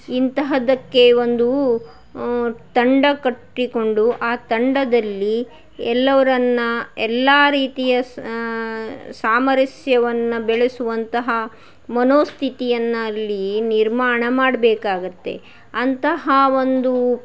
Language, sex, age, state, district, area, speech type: Kannada, female, 45-60, Karnataka, Shimoga, rural, spontaneous